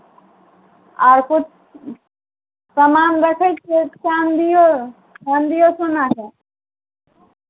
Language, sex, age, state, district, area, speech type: Maithili, female, 18-30, Bihar, Madhubani, rural, conversation